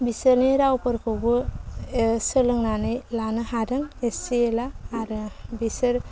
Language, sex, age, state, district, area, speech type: Bodo, female, 30-45, Assam, Baksa, rural, spontaneous